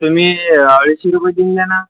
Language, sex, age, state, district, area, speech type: Marathi, male, 18-30, Maharashtra, Amravati, rural, conversation